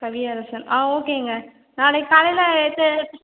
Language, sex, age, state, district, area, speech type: Tamil, female, 18-30, Tamil Nadu, Cuddalore, rural, conversation